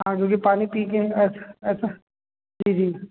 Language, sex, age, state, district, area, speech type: Hindi, male, 18-30, Uttar Pradesh, Azamgarh, rural, conversation